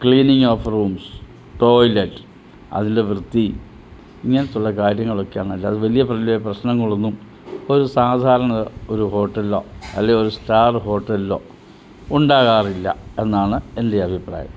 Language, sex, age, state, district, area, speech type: Malayalam, male, 60+, Kerala, Pathanamthitta, rural, spontaneous